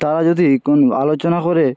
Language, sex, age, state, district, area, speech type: Bengali, male, 18-30, West Bengal, Purba Medinipur, rural, spontaneous